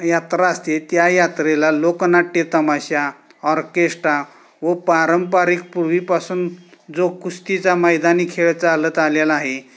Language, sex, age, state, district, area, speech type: Marathi, male, 30-45, Maharashtra, Sangli, urban, spontaneous